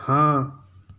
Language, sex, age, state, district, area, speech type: Urdu, male, 30-45, Delhi, Central Delhi, urban, read